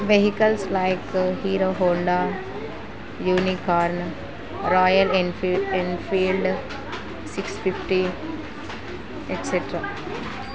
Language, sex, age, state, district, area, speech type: Telugu, female, 18-30, Andhra Pradesh, Kurnool, rural, spontaneous